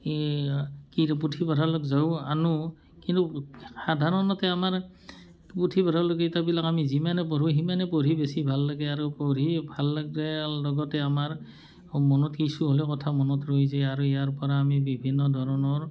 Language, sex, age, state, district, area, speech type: Assamese, male, 45-60, Assam, Barpeta, rural, spontaneous